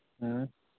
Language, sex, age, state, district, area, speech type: Manipuri, male, 18-30, Manipur, Senapati, rural, conversation